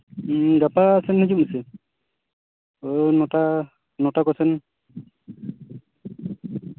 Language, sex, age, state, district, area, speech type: Santali, male, 18-30, West Bengal, Jhargram, rural, conversation